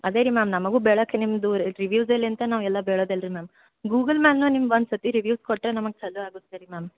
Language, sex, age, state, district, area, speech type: Kannada, female, 18-30, Karnataka, Gulbarga, urban, conversation